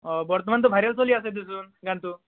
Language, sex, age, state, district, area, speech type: Assamese, male, 18-30, Assam, Barpeta, rural, conversation